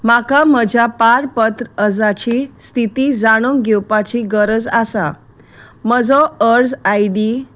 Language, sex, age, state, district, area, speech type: Goan Konkani, female, 30-45, Goa, Salcete, rural, read